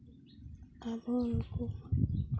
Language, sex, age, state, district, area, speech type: Santali, female, 18-30, Jharkhand, Seraikela Kharsawan, rural, spontaneous